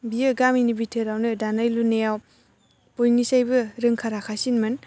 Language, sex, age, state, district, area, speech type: Bodo, female, 18-30, Assam, Baksa, rural, spontaneous